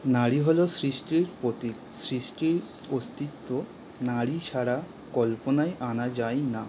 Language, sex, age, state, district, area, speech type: Bengali, male, 18-30, West Bengal, Howrah, urban, spontaneous